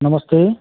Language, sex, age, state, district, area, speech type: Hindi, male, 45-60, Uttar Pradesh, Sitapur, rural, conversation